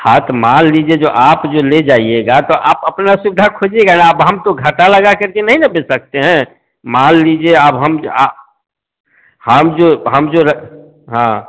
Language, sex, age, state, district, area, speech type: Hindi, male, 45-60, Bihar, Samastipur, urban, conversation